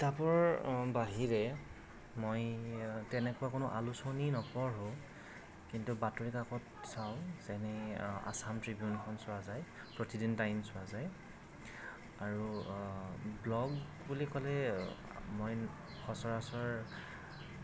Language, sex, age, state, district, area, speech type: Assamese, male, 18-30, Assam, Darrang, rural, spontaneous